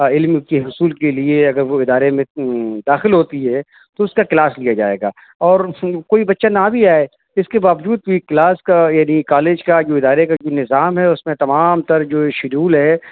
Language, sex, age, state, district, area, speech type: Urdu, male, 45-60, Uttar Pradesh, Rampur, urban, conversation